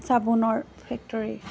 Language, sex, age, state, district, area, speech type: Assamese, female, 30-45, Assam, Jorhat, rural, spontaneous